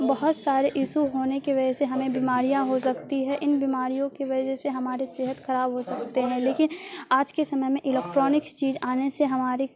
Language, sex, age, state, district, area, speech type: Urdu, female, 30-45, Bihar, Supaul, urban, spontaneous